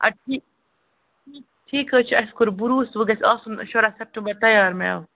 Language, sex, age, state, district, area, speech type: Kashmiri, male, 30-45, Jammu and Kashmir, Baramulla, rural, conversation